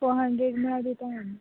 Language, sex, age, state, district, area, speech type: Goan Konkani, female, 30-45, Goa, Quepem, rural, conversation